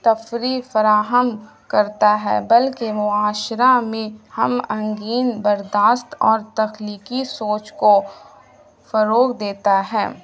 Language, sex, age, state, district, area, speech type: Urdu, female, 18-30, Bihar, Gaya, urban, spontaneous